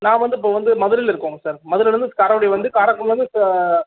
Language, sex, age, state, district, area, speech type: Tamil, male, 18-30, Tamil Nadu, Sivaganga, rural, conversation